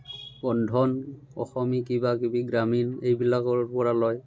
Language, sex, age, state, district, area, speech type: Assamese, male, 30-45, Assam, Barpeta, rural, spontaneous